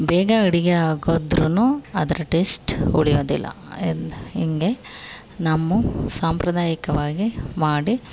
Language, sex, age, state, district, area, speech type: Kannada, female, 18-30, Karnataka, Chamarajanagar, rural, spontaneous